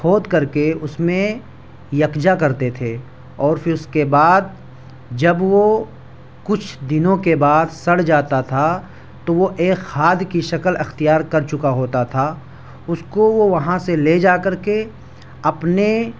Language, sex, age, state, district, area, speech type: Urdu, male, 18-30, Delhi, South Delhi, rural, spontaneous